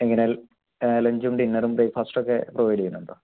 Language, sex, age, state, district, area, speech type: Malayalam, male, 45-60, Kerala, Wayanad, rural, conversation